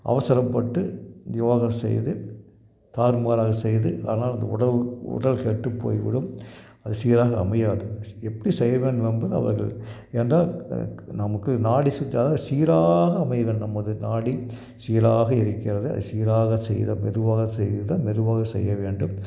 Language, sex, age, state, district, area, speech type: Tamil, male, 60+, Tamil Nadu, Tiruppur, rural, spontaneous